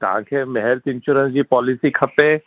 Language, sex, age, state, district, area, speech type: Sindhi, male, 45-60, Maharashtra, Thane, urban, conversation